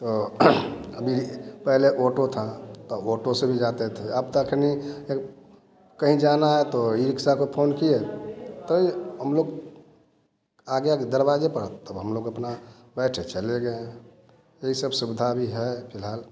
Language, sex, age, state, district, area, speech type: Hindi, male, 45-60, Bihar, Samastipur, rural, spontaneous